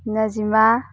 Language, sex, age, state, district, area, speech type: Manipuri, female, 18-30, Manipur, Thoubal, rural, spontaneous